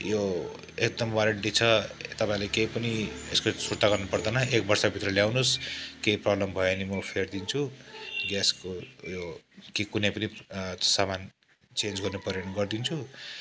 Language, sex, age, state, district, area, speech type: Nepali, male, 45-60, West Bengal, Kalimpong, rural, spontaneous